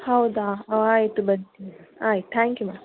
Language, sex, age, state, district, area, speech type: Kannada, female, 45-60, Karnataka, Davanagere, urban, conversation